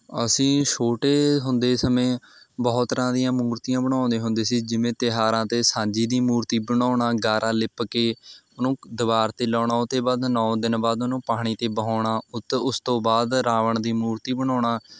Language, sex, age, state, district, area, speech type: Punjabi, male, 18-30, Punjab, Mohali, rural, spontaneous